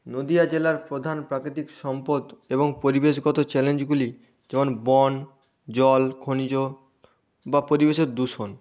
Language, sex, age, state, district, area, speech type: Bengali, male, 18-30, West Bengal, Nadia, rural, spontaneous